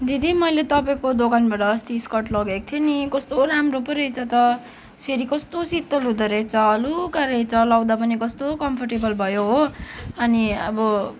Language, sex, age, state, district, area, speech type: Nepali, female, 18-30, West Bengal, Kalimpong, rural, spontaneous